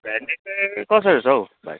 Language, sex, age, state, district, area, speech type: Nepali, male, 45-60, West Bengal, Kalimpong, rural, conversation